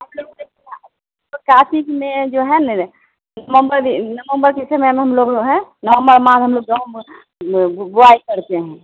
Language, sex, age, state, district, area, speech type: Hindi, female, 30-45, Bihar, Begusarai, rural, conversation